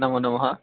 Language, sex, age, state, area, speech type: Sanskrit, male, 18-30, Bihar, rural, conversation